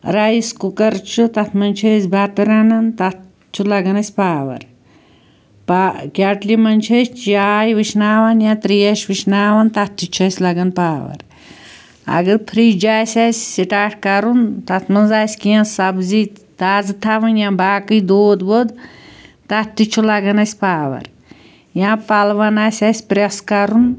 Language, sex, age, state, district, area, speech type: Kashmiri, female, 45-60, Jammu and Kashmir, Anantnag, rural, spontaneous